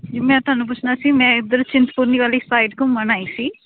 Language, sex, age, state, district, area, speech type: Punjabi, female, 18-30, Punjab, Hoshiarpur, urban, conversation